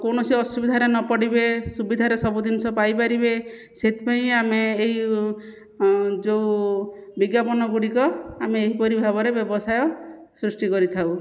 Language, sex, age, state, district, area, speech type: Odia, female, 30-45, Odisha, Jajpur, rural, spontaneous